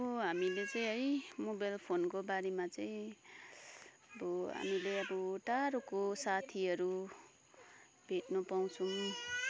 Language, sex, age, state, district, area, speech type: Nepali, female, 30-45, West Bengal, Kalimpong, rural, spontaneous